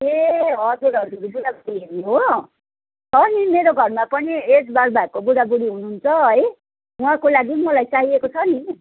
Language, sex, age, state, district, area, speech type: Nepali, female, 60+, West Bengal, Kalimpong, rural, conversation